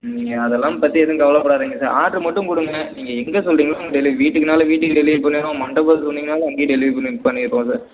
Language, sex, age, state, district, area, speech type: Tamil, male, 18-30, Tamil Nadu, Perambalur, rural, conversation